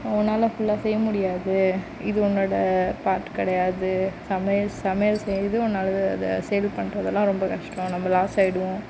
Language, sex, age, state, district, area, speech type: Tamil, female, 30-45, Tamil Nadu, Mayiladuthurai, urban, spontaneous